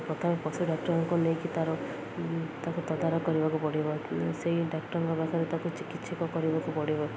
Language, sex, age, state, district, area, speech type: Odia, female, 18-30, Odisha, Ganjam, urban, spontaneous